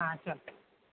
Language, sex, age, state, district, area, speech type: Gujarati, female, 30-45, Gujarat, Aravalli, urban, conversation